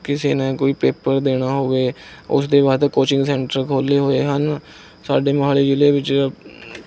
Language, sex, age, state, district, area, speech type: Punjabi, male, 18-30, Punjab, Mohali, rural, spontaneous